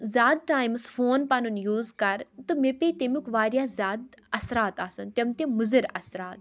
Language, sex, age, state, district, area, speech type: Kashmiri, female, 18-30, Jammu and Kashmir, Baramulla, rural, spontaneous